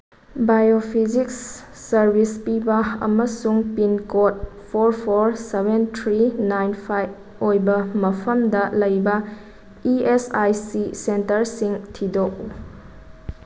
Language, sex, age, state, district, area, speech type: Manipuri, female, 18-30, Manipur, Thoubal, rural, read